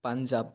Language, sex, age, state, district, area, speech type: Assamese, male, 18-30, Assam, Biswanath, rural, spontaneous